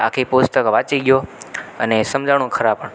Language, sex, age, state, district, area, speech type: Gujarati, male, 30-45, Gujarat, Rajkot, rural, spontaneous